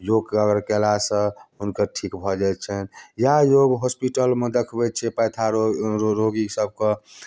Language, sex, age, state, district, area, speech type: Maithili, male, 30-45, Bihar, Darbhanga, rural, spontaneous